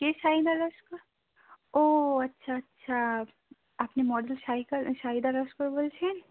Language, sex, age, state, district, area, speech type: Bengali, female, 30-45, West Bengal, South 24 Parganas, rural, conversation